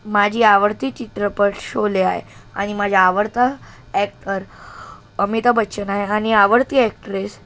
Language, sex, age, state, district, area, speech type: Marathi, male, 30-45, Maharashtra, Nagpur, urban, spontaneous